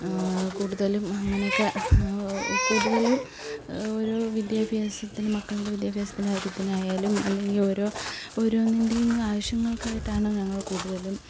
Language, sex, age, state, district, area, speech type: Malayalam, female, 18-30, Kerala, Kollam, urban, spontaneous